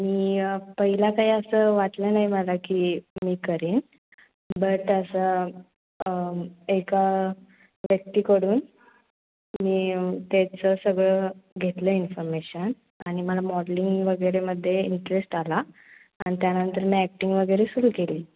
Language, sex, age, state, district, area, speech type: Marathi, female, 18-30, Maharashtra, Ratnagiri, rural, conversation